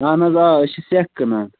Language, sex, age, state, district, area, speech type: Kashmiri, male, 18-30, Jammu and Kashmir, Baramulla, rural, conversation